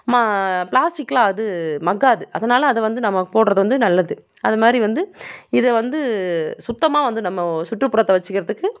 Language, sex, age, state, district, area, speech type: Tamil, female, 30-45, Tamil Nadu, Dharmapuri, rural, spontaneous